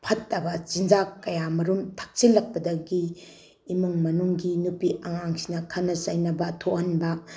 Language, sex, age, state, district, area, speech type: Manipuri, female, 45-60, Manipur, Bishnupur, rural, spontaneous